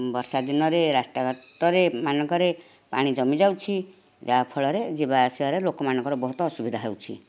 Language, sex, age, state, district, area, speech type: Odia, female, 60+, Odisha, Nayagarh, rural, spontaneous